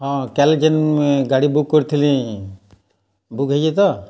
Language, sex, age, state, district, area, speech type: Odia, male, 45-60, Odisha, Bargarh, urban, spontaneous